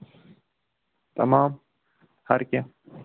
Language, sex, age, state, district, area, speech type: Kashmiri, male, 45-60, Jammu and Kashmir, Bandipora, rural, conversation